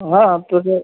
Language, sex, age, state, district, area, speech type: Marathi, male, 30-45, Maharashtra, Buldhana, rural, conversation